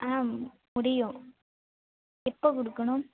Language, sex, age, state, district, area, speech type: Tamil, female, 18-30, Tamil Nadu, Thanjavur, rural, conversation